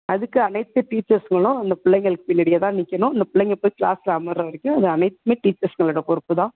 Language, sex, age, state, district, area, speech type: Tamil, female, 30-45, Tamil Nadu, Tiruvarur, rural, conversation